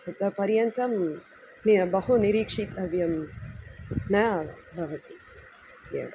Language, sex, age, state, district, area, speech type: Sanskrit, female, 45-60, Tamil Nadu, Tiruchirappalli, urban, spontaneous